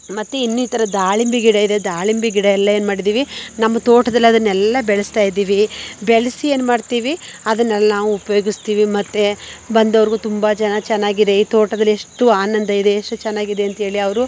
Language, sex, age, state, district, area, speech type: Kannada, female, 30-45, Karnataka, Mandya, rural, spontaneous